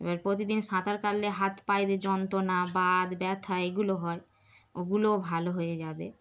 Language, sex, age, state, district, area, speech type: Bengali, female, 30-45, West Bengal, Darjeeling, urban, spontaneous